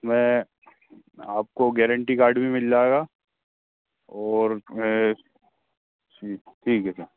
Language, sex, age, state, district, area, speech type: Hindi, male, 18-30, Madhya Pradesh, Hoshangabad, urban, conversation